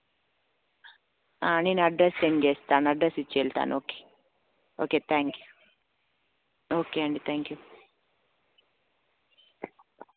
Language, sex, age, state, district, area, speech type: Telugu, female, 30-45, Telangana, Karimnagar, urban, conversation